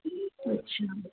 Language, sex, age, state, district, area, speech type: Sindhi, female, 45-60, Delhi, South Delhi, urban, conversation